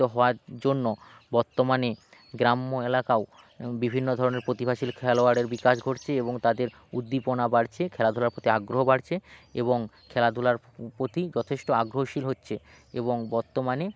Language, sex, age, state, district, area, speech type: Bengali, male, 18-30, West Bengal, Jalpaiguri, rural, spontaneous